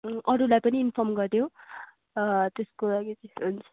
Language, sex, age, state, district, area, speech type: Nepali, female, 18-30, West Bengal, Darjeeling, rural, conversation